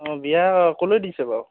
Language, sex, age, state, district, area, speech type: Assamese, male, 30-45, Assam, Dhemaji, urban, conversation